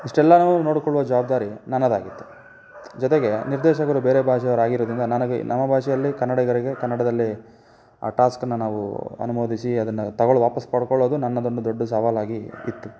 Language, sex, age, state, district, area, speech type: Kannada, male, 30-45, Karnataka, Chikkaballapur, urban, spontaneous